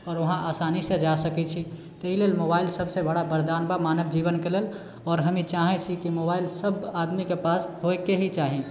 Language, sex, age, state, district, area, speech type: Maithili, male, 18-30, Bihar, Sitamarhi, urban, spontaneous